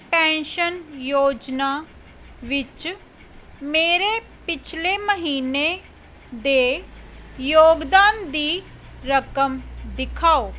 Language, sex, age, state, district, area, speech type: Punjabi, female, 30-45, Punjab, Fazilka, rural, read